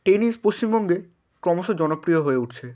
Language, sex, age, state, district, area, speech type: Bengali, male, 18-30, West Bengal, Hooghly, urban, spontaneous